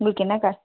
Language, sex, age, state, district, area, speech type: Tamil, female, 30-45, Tamil Nadu, Tirupattur, rural, conversation